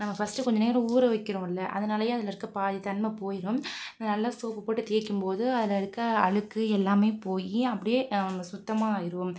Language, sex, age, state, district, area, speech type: Tamil, female, 45-60, Tamil Nadu, Pudukkottai, urban, spontaneous